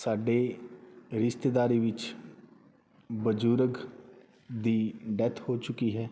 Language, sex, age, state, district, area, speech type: Punjabi, male, 30-45, Punjab, Fazilka, rural, spontaneous